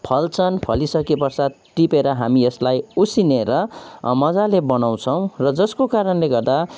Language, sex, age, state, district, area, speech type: Nepali, male, 30-45, West Bengal, Kalimpong, rural, spontaneous